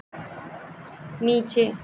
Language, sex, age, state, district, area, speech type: Hindi, female, 30-45, Uttar Pradesh, Azamgarh, urban, read